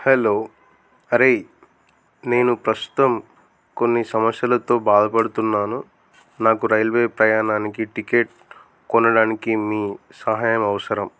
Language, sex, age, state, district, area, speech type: Telugu, male, 30-45, Telangana, Adilabad, rural, spontaneous